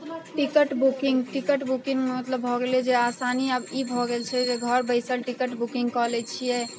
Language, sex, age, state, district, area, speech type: Maithili, female, 30-45, Bihar, Sitamarhi, rural, spontaneous